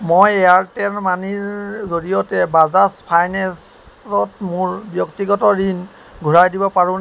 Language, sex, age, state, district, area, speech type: Assamese, male, 30-45, Assam, Jorhat, urban, read